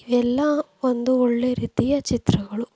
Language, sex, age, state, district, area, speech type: Kannada, female, 18-30, Karnataka, Tumkur, urban, spontaneous